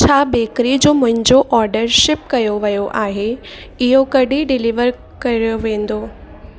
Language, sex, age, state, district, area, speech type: Sindhi, female, 18-30, Uttar Pradesh, Lucknow, urban, read